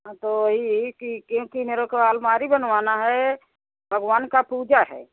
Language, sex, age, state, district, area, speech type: Hindi, female, 60+, Uttar Pradesh, Jaunpur, rural, conversation